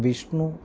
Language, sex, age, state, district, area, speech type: Malayalam, male, 30-45, Kerala, Pathanamthitta, rural, spontaneous